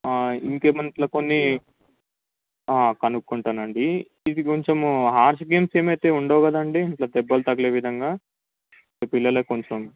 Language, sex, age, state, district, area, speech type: Telugu, male, 18-30, Telangana, Ranga Reddy, urban, conversation